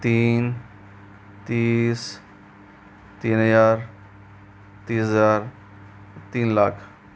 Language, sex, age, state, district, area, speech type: Hindi, male, 45-60, Rajasthan, Jaipur, urban, spontaneous